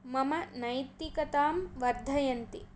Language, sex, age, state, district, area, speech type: Sanskrit, female, 18-30, Andhra Pradesh, Chittoor, urban, spontaneous